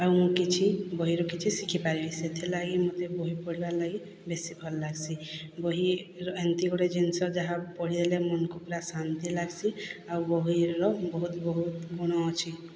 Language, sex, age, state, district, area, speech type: Odia, female, 45-60, Odisha, Boudh, rural, spontaneous